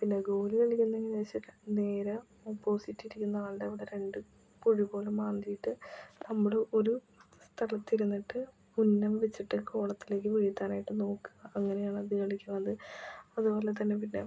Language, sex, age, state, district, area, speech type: Malayalam, female, 18-30, Kerala, Ernakulam, rural, spontaneous